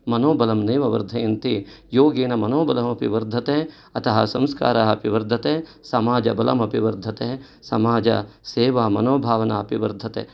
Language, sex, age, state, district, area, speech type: Sanskrit, male, 45-60, Karnataka, Uttara Kannada, urban, spontaneous